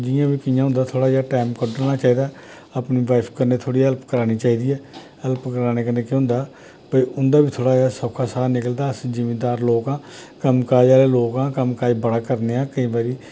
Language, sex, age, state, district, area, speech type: Dogri, male, 45-60, Jammu and Kashmir, Samba, rural, spontaneous